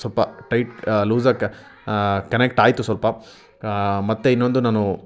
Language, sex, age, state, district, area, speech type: Kannada, male, 18-30, Karnataka, Chitradurga, rural, spontaneous